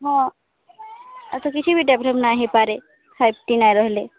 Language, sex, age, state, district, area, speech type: Odia, female, 18-30, Odisha, Subarnapur, urban, conversation